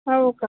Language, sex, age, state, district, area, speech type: Marathi, female, 30-45, Maharashtra, Yavatmal, rural, conversation